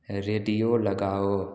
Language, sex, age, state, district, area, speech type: Hindi, male, 18-30, Bihar, Samastipur, rural, read